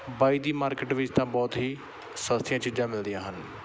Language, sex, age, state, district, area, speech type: Punjabi, male, 30-45, Punjab, Bathinda, urban, spontaneous